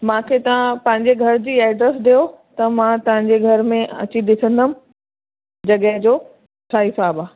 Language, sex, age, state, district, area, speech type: Sindhi, female, 30-45, Delhi, South Delhi, urban, conversation